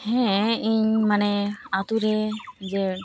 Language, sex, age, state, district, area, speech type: Santali, female, 18-30, West Bengal, Malda, rural, spontaneous